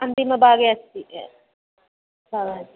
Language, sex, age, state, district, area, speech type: Sanskrit, female, 18-30, Kerala, Kozhikode, rural, conversation